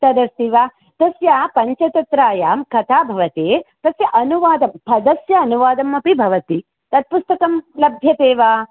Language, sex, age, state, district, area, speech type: Sanskrit, female, 45-60, Karnataka, Hassan, rural, conversation